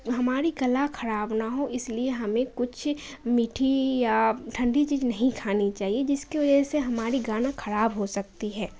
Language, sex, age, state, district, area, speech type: Urdu, female, 18-30, Bihar, Khagaria, urban, spontaneous